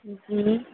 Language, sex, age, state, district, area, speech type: Hindi, female, 30-45, Bihar, Vaishali, urban, conversation